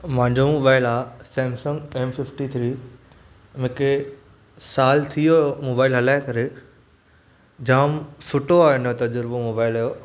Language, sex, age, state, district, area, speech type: Sindhi, male, 18-30, Maharashtra, Thane, urban, spontaneous